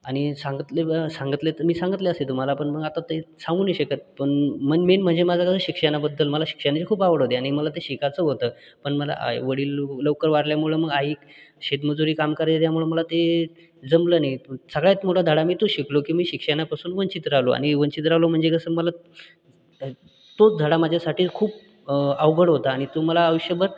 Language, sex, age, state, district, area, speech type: Marathi, male, 45-60, Maharashtra, Buldhana, rural, spontaneous